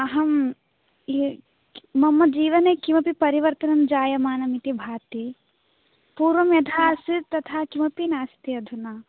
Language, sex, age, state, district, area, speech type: Sanskrit, female, 18-30, Tamil Nadu, Coimbatore, rural, conversation